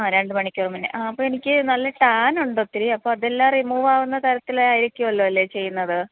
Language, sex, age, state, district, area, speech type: Malayalam, female, 30-45, Kerala, Pathanamthitta, rural, conversation